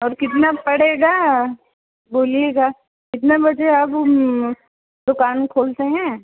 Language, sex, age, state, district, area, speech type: Hindi, female, 30-45, Madhya Pradesh, Seoni, urban, conversation